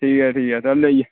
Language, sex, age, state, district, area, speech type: Dogri, male, 18-30, Jammu and Kashmir, Kathua, rural, conversation